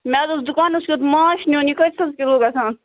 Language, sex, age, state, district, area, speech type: Kashmiri, female, 18-30, Jammu and Kashmir, Budgam, rural, conversation